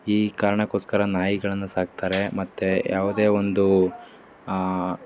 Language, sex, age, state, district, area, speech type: Kannada, male, 45-60, Karnataka, Davanagere, rural, spontaneous